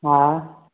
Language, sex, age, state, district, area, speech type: Sindhi, other, 60+, Maharashtra, Thane, urban, conversation